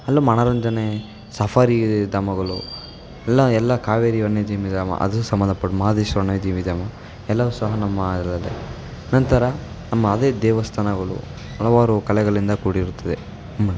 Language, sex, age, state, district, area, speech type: Kannada, male, 18-30, Karnataka, Chamarajanagar, rural, spontaneous